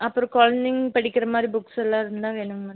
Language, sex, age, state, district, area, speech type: Tamil, female, 30-45, Tamil Nadu, Coimbatore, rural, conversation